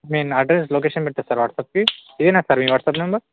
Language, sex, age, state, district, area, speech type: Telugu, male, 18-30, Telangana, Bhadradri Kothagudem, urban, conversation